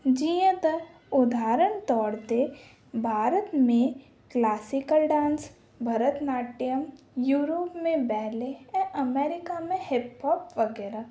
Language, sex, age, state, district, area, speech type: Sindhi, female, 18-30, Rajasthan, Ajmer, urban, spontaneous